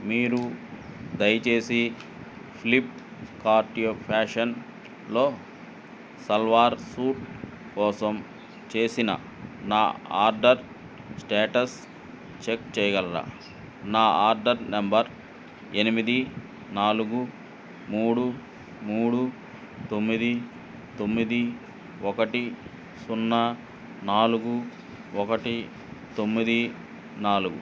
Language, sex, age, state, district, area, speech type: Telugu, male, 60+, Andhra Pradesh, Eluru, rural, read